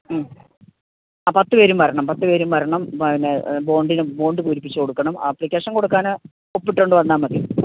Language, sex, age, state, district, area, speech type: Malayalam, female, 45-60, Kerala, Idukki, rural, conversation